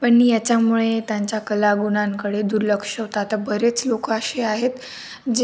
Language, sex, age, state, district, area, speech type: Marathi, female, 18-30, Maharashtra, Nashik, urban, spontaneous